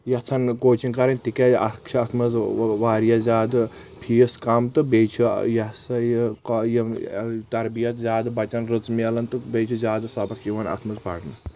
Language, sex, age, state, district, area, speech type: Kashmiri, male, 18-30, Jammu and Kashmir, Kulgam, urban, spontaneous